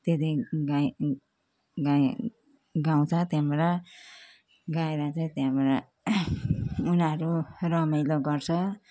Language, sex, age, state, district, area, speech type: Nepali, female, 45-60, West Bengal, Jalpaiguri, urban, spontaneous